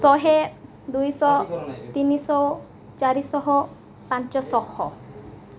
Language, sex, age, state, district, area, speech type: Odia, female, 18-30, Odisha, Malkangiri, urban, spontaneous